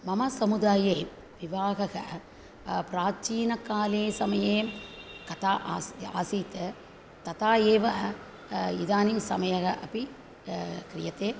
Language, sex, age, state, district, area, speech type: Sanskrit, female, 60+, Tamil Nadu, Chennai, urban, spontaneous